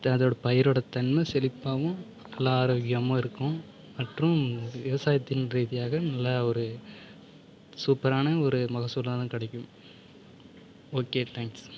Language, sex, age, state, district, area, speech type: Tamil, male, 30-45, Tamil Nadu, Mayiladuthurai, urban, spontaneous